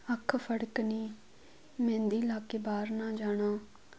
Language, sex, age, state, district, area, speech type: Punjabi, female, 18-30, Punjab, Muktsar, rural, spontaneous